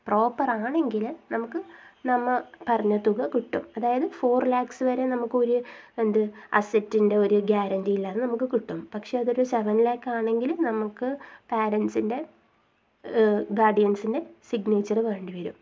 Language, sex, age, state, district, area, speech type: Malayalam, female, 30-45, Kerala, Kasaragod, rural, spontaneous